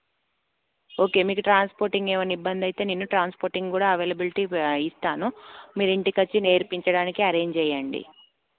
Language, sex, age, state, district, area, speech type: Telugu, female, 30-45, Telangana, Karimnagar, urban, conversation